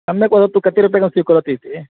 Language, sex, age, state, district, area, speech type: Sanskrit, male, 30-45, Karnataka, Vijayapura, urban, conversation